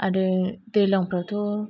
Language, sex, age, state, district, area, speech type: Bodo, female, 45-60, Assam, Kokrajhar, urban, spontaneous